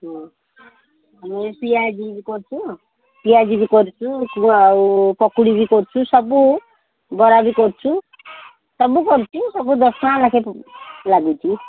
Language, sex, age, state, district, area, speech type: Odia, female, 60+, Odisha, Gajapati, rural, conversation